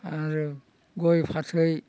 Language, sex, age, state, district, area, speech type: Bodo, male, 60+, Assam, Baksa, urban, spontaneous